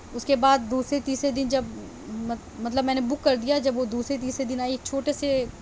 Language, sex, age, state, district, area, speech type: Urdu, female, 18-30, Delhi, South Delhi, urban, spontaneous